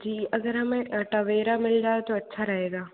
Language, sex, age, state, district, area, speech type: Hindi, other, 45-60, Madhya Pradesh, Bhopal, urban, conversation